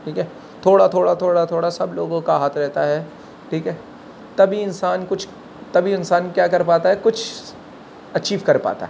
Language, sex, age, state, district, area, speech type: Urdu, male, 30-45, Delhi, Central Delhi, urban, spontaneous